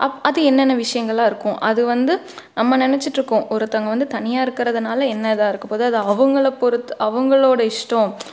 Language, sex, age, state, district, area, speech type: Tamil, female, 18-30, Tamil Nadu, Tiruppur, urban, spontaneous